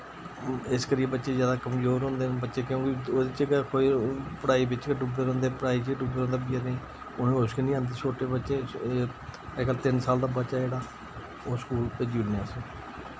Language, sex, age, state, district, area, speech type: Dogri, male, 45-60, Jammu and Kashmir, Jammu, rural, spontaneous